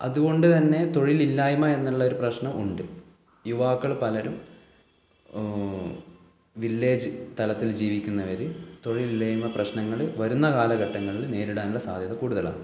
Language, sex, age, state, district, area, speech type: Malayalam, male, 18-30, Kerala, Kannur, rural, spontaneous